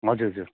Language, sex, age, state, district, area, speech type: Nepali, male, 30-45, West Bengal, Kalimpong, rural, conversation